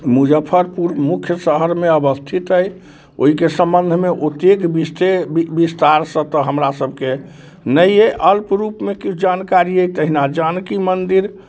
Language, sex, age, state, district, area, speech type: Maithili, male, 45-60, Bihar, Muzaffarpur, rural, spontaneous